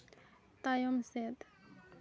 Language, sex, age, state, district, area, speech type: Santali, female, 18-30, West Bengal, Malda, rural, read